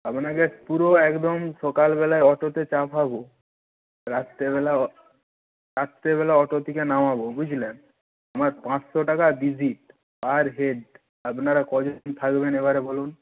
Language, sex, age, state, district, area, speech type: Bengali, male, 45-60, West Bengal, Nadia, rural, conversation